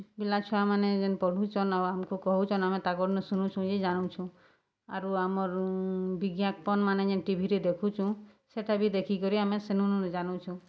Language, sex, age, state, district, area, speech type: Odia, female, 30-45, Odisha, Bargarh, rural, spontaneous